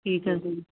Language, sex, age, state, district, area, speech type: Punjabi, female, 45-60, Punjab, Barnala, urban, conversation